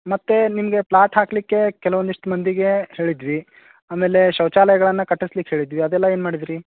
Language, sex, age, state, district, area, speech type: Kannada, male, 30-45, Karnataka, Dharwad, rural, conversation